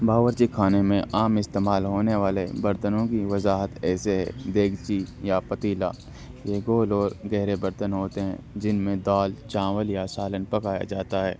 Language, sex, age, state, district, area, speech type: Urdu, male, 30-45, Delhi, North East Delhi, urban, spontaneous